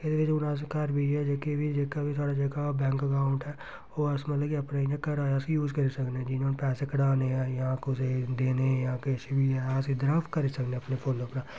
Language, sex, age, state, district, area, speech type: Dogri, male, 30-45, Jammu and Kashmir, Reasi, rural, spontaneous